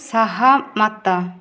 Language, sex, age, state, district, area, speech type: Odia, female, 30-45, Odisha, Nayagarh, rural, read